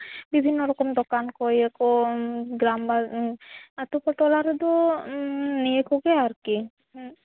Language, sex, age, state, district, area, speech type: Santali, female, 18-30, West Bengal, Jhargram, rural, conversation